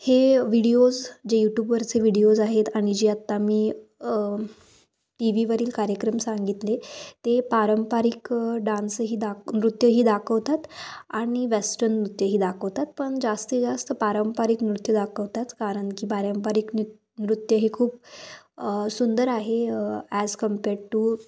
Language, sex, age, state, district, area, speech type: Marathi, female, 18-30, Maharashtra, Kolhapur, rural, spontaneous